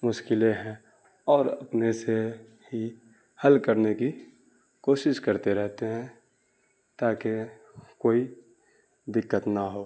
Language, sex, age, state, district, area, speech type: Urdu, male, 18-30, Bihar, Darbhanga, rural, spontaneous